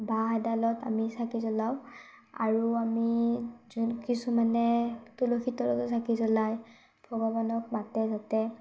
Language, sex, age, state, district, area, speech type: Assamese, female, 30-45, Assam, Morigaon, rural, spontaneous